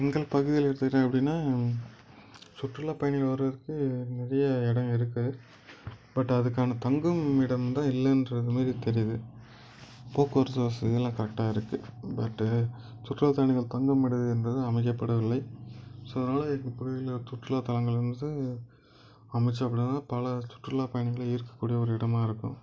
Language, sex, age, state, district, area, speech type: Tamil, male, 18-30, Tamil Nadu, Tiruvannamalai, urban, spontaneous